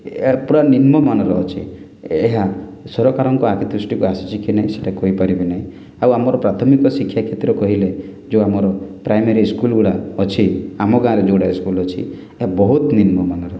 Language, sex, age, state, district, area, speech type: Odia, male, 30-45, Odisha, Kalahandi, rural, spontaneous